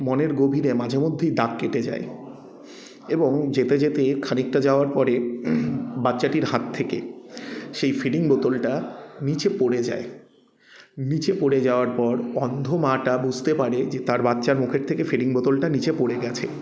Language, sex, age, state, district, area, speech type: Bengali, male, 30-45, West Bengal, Jalpaiguri, rural, spontaneous